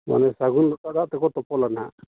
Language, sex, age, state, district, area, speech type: Santali, male, 30-45, Jharkhand, Seraikela Kharsawan, rural, conversation